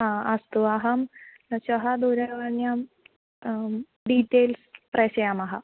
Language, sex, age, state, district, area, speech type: Sanskrit, female, 18-30, Kerala, Kannur, rural, conversation